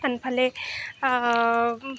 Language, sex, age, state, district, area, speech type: Assamese, female, 60+, Assam, Nagaon, rural, spontaneous